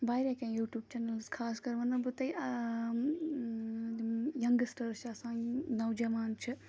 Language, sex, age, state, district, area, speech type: Kashmiri, female, 18-30, Jammu and Kashmir, Ganderbal, rural, spontaneous